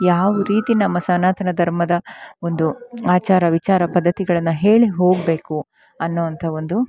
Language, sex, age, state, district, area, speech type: Kannada, female, 45-60, Karnataka, Chikkamagaluru, rural, spontaneous